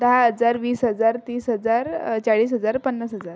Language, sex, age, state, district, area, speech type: Marathi, female, 45-60, Maharashtra, Amravati, rural, spontaneous